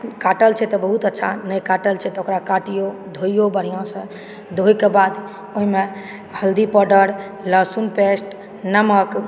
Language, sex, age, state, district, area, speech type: Maithili, female, 30-45, Bihar, Supaul, urban, spontaneous